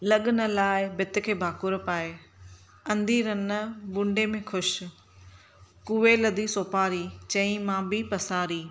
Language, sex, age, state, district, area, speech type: Sindhi, female, 30-45, Maharashtra, Thane, urban, spontaneous